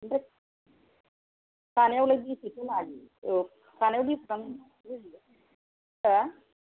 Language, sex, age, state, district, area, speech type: Bodo, female, 60+, Assam, Kokrajhar, rural, conversation